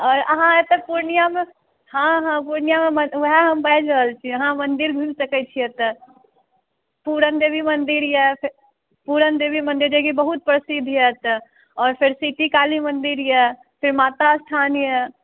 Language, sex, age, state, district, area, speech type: Maithili, female, 18-30, Bihar, Purnia, urban, conversation